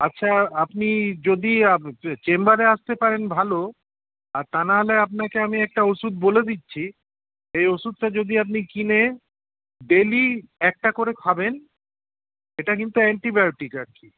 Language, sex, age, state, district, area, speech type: Bengali, male, 60+, West Bengal, Paschim Bardhaman, urban, conversation